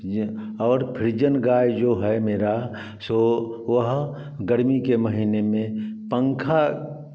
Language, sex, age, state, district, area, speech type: Hindi, male, 60+, Bihar, Samastipur, rural, spontaneous